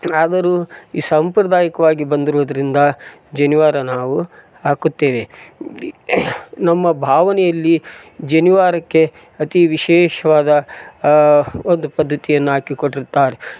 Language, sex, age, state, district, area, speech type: Kannada, male, 45-60, Karnataka, Koppal, rural, spontaneous